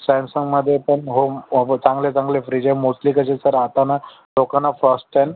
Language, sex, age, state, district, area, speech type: Marathi, male, 30-45, Maharashtra, Thane, urban, conversation